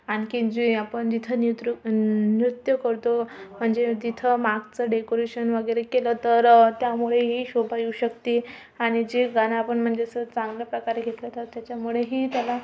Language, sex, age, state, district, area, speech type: Marathi, female, 18-30, Maharashtra, Amravati, urban, spontaneous